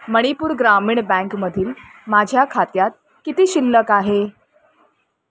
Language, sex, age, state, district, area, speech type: Marathi, female, 30-45, Maharashtra, Mumbai Suburban, urban, read